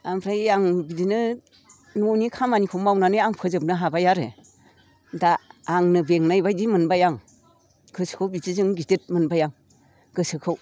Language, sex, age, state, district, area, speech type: Bodo, female, 60+, Assam, Chirang, rural, spontaneous